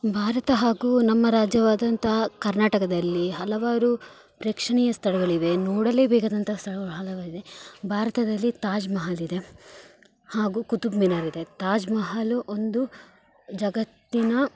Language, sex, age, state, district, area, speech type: Kannada, female, 18-30, Karnataka, Dakshina Kannada, rural, spontaneous